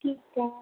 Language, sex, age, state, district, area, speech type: Punjabi, female, 18-30, Punjab, Gurdaspur, urban, conversation